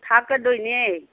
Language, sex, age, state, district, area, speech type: Manipuri, female, 60+, Manipur, Kangpokpi, urban, conversation